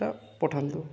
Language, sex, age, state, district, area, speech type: Odia, male, 18-30, Odisha, Balangir, urban, spontaneous